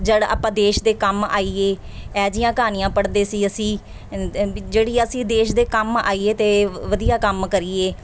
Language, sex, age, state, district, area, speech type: Punjabi, female, 30-45, Punjab, Mansa, urban, spontaneous